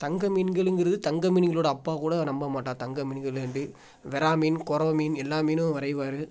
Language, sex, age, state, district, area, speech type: Tamil, male, 18-30, Tamil Nadu, Thanjavur, rural, spontaneous